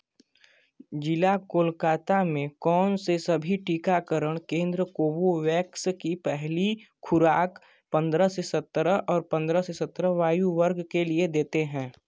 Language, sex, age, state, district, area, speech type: Hindi, male, 18-30, Uttar Pradesh, Chandauli, rural, read